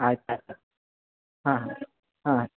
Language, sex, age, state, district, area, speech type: Kannada, male, 45-60, Karnataka, Belgaum, rural, conversation